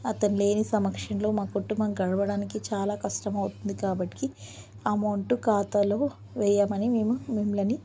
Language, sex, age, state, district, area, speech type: Telugu, female, 30-45, Telangana, Ranga Reddy, rural, spontaneous